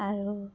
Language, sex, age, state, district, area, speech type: Assamese, female, 30-45, Assam, Dhemaji, urban, spontaneous